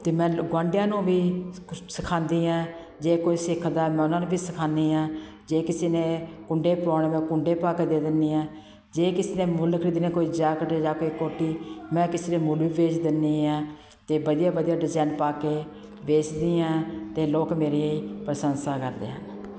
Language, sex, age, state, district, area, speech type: Punjabi, female, 45-60, Punjab, Patiala, urban, spontaneous